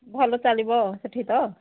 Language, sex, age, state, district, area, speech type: Odia, female, 45-60, Odisha, Sambalpur, rural, conversation